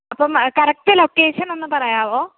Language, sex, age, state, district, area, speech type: Malayalam, female, 18-30, Kerala, Kottayam, rural, conversation